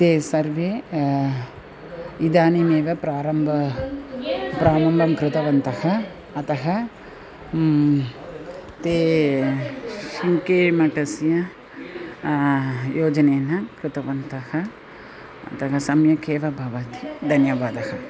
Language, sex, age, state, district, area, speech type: Sanskrit, female, 60+, Tamil Nadu, Chennai, urban, spontaneous